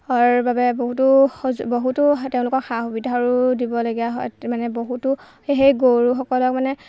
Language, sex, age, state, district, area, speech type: Assamese, female, 18-30, Assam, Golaghat, urban, spontaneous